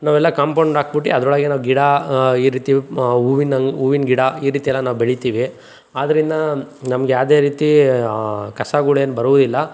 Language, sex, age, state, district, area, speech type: Kannada, male, 45-60, Karnataka, Chikkaballapur, urban, spontaneous